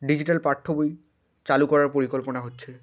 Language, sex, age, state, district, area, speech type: Bengali, male, 18-30, West Bengal, Hooghly, urban, spontaneous